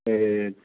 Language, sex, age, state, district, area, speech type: Nepali, male, 60+, West Bengal, Kalimpong, rural, conversation